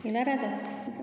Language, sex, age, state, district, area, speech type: Bodo, female, 60+, Assam, Kokrajhar, rural, spontaneous